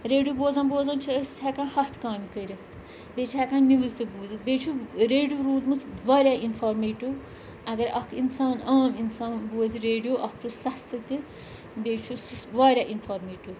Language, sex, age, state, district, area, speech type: Kashmiri, female, 45-60, Jammu and Kashmir, Srinagar, rural, spontaneous